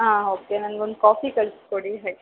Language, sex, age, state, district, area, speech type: Kannada, female, 18-30, Karnataka, Chamarajanagar, rural, conversation